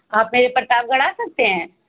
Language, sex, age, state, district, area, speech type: Hindi, female, 18-30, Uttar Pradesh, Pratapgarh, rural, conversation